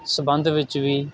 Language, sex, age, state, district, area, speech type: Punjabi, male, 18-30, Punjab, Shaheed Bhagat Singh Nagar, rural, spontaneous